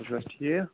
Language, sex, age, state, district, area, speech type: Kashmiri, male, 45-60, Jammu and Kashmir, Bandipora, rural, conversation